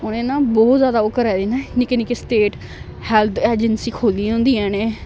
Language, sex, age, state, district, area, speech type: Dogri, female, 18-30, Jammu and Kashmir, Samba, rural, spontaneous